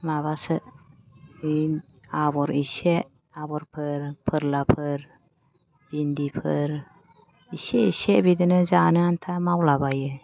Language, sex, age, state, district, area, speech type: Bodo, female, 45-60, Assam, Kokrajhar, urban, spontaneous